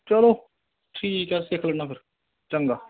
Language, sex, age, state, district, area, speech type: Punjabi, male, 30-45, Punjab, Gurdaspur, rural, conversation